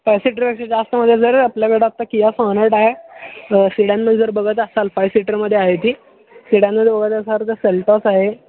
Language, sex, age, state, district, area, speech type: Marathi, male, 18-30, Maharashtra, Sangli, urban, conversation